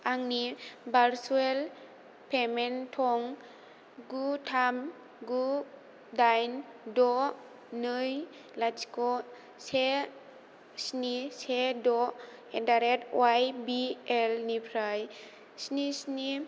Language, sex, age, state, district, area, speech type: Bodo, female, 18-30, Assam, Kokrajhar, rural, read